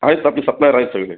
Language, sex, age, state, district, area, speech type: Marathi, male, 45-60, Maharashtra, Raigad, rural, conversation